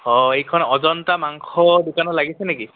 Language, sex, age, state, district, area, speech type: Assamese, male, 18-30, Assam, Tinsukia, urban, conversation